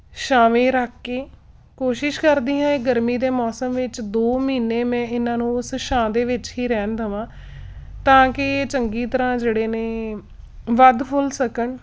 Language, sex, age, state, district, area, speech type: Punjabi, female, 45-60, Punjab, Tarn Taran, urban, spontaneous